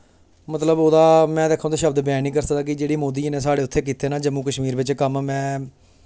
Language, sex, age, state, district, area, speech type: Dogri, male, 18-30, Jammu and Kashmir, Samba, rural, spontaneous